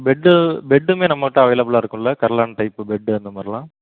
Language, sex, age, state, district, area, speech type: Tamil, male, 30-45, Tamil Nadu, Namakkal, rural, conversation